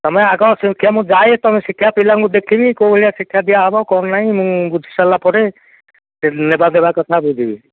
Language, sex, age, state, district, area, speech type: Odia, male, 60+, Odisha, Gajapati, rural, conversation